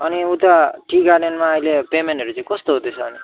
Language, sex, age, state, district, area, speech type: Nepali, male, 18-30, West Bengal, Alipurduar, urban, conversation